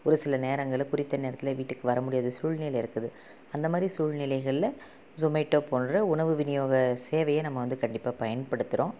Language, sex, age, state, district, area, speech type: Tamil, female, 30-45, Tamil Nadu, Salem, urban, spontaneous